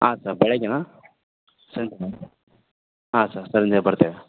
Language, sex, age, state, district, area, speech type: Kannada, male, 45-60, Karnataka, Davanagere, rural, conversation